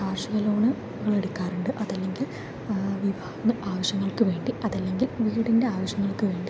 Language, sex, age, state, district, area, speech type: Malayalam, female, 18-30, Kerala, Kozhikode, rural, spontaneous